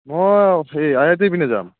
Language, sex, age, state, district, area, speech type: Assamese, male, 45-60, Assam, Morigaon, rural, conversation